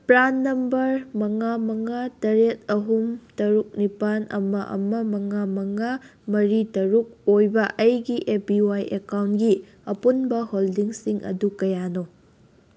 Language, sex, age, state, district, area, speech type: Manipuri, female, 18-30, Manipur, Kakching, rural, read